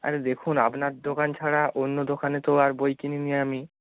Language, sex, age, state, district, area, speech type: Bengali, male, 18-30, West Bengal, Bankura, rural, conversation